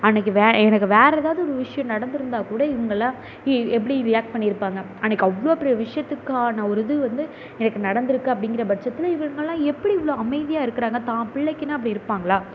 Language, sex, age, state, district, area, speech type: Tamil, female, 30-45, Tamil Nadu, Mayiladuthurai, urban, spontaneous